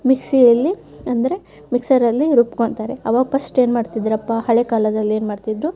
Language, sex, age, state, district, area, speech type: Kannada, female, 30-45, Karnataka, Gadag, rural, spontaneous